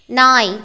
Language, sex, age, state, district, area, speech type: Tamil, female, 30-45, Tamil Nadu, Mayiladuthurai, rural, read